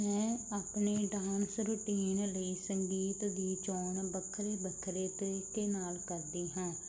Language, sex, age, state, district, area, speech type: Punjabi, female, 30-45, Punjab, Barnala, urban, spontaneous